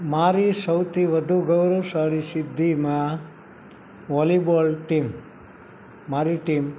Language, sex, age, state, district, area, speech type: Gujarati, male, 18-30, Gujarat, Morbi, urban, spontaneous